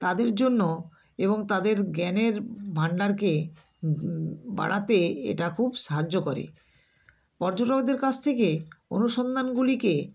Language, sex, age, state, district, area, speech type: Bengali, female, 60+, West Bengal, Nadia, rural, spontaneous